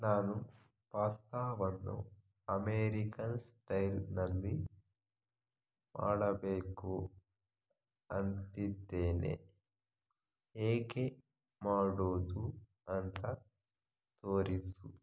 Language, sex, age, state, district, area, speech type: Kannada, male, 45-60, Karnataka, Chikkaballapur, rural, read